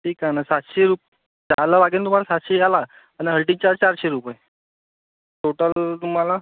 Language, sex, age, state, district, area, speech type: Marathi, male, 30-45, Maharashtra, Amravati, urban, conversation